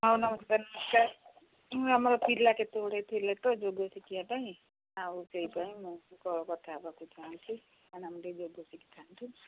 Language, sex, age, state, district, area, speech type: Odia, female, 60+, Odisha, Gajapati, rural, conversation